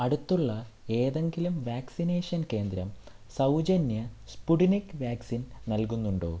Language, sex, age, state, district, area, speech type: Malayalam, male, 18-30, Kerala, Thiruvananthapuram, rural, read